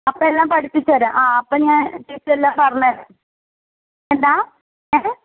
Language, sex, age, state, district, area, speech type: Malayalam, female, 18-30, Kerala, Pathanamthitta, urban, conversation